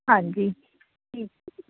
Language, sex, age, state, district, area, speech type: Punjabi, female, 18-30, Punjab, Mansa, urban, conversation